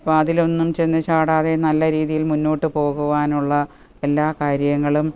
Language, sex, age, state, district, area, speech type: Malayalam, female, 45-60, Kerala, Kottayam, urban, spontaneous